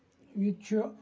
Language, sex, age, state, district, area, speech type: Kashmiri, male, 45-60, Jammu and Kashmir, Ganderbal, rural, spontaneous